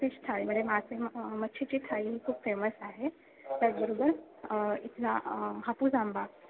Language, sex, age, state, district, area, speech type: Marathi, female, 18-30, Maharashtra, Ratnagiri, rural, conversation